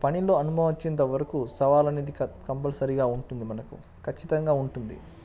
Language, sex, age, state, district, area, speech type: Telugu, male, 18-30, Telangana, Nalgonda, rural, spontaneous